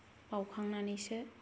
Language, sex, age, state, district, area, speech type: Bodo, female, 18-30, Assam, Kokrajhar, rural, spontaneous